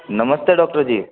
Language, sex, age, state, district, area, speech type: Hindi, male, 18-30, Rajasthan, Jodhpur, urban, conversation